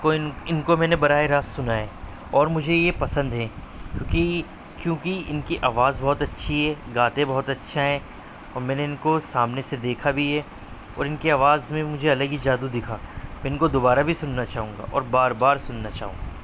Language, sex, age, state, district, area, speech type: Urdu, male, 30-45, Delhi, Central Delhi, urban, spontaneous